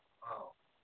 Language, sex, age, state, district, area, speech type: Manipuri, male, 30-45, Manipur, Senapati, rural, conversation